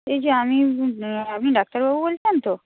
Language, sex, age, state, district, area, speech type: Bengali, female, 45-60, West Bengal, Purba Medinipur, rural, conversation